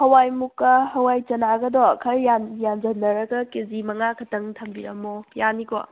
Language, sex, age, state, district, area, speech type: Manipuri, female, 18-30, Manipur, Kakching, rural, conversation